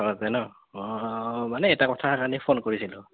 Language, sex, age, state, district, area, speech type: Assamese, male, 18-30, Assam, Goalpara, urban, conversation